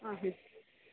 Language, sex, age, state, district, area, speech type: Malayalam, female, 45-60, Kerala, Kollam, rural, conversation